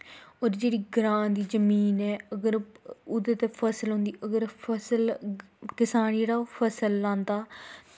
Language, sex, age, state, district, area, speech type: Dogri, female, 18-30, Jammu and Kashmir, Kathua, rural, spontaneous